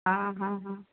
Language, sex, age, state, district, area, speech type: Hindi, female, 30-45, Madhya Pradesh, Seoni, urban, conversation